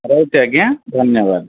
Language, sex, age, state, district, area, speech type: Odia, male, 60+, Odisha, Bhadrak, rural, conversation